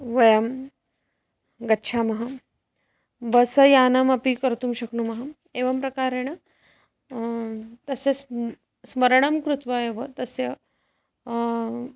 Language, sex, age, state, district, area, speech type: Sanskrit, female, 30-45, Maharashtra, Nagpur, urban, spontaneous